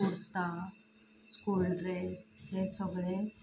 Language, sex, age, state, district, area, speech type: Goan Konkani, female, 30-45, Goa, Canacona, rural, spontaneous